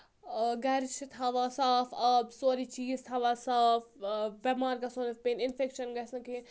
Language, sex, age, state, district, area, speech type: Kashmiri, female, 18-30, Jammu and Kashmir, Budgam, rural, spontaneous